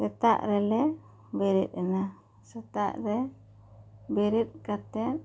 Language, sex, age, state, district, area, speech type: Santali, female, 30-45, West Bengal, Bankura, rural, spontaneous